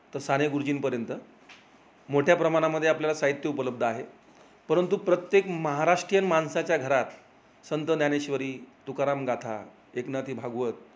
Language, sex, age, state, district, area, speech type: Marathi, male, 45-60, Maharashtra, Jalna, urban, spontaneous